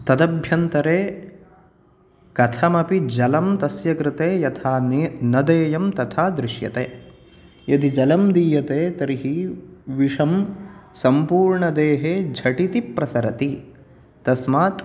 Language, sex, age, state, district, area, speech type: Sanskrit, male, 18-30, Karnataka, Uttara Kannada, rural, spontaneous